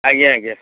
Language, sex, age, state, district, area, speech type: Odia, male, 30-45, Odisha, Kendrapara, urban, conversation